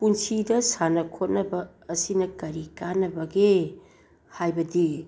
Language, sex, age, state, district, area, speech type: Manipuri, female, 60+, Manipur, Bishnupur, rural, spontaneous